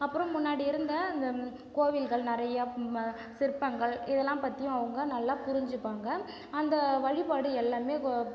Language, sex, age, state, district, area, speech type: Tamil, female, 30-45, Tamil Nadu, Cuddalore, rural, spontaneous